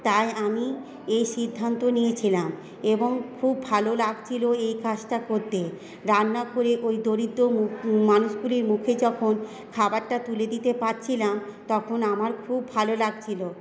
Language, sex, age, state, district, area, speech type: Bengali, female, 30-45, West Bengal, Paschim Bardhaman, urban, spontaneous